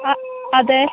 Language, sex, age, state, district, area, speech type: Malayalam, female, 18-30, Kerala, Idukki, rural, conversation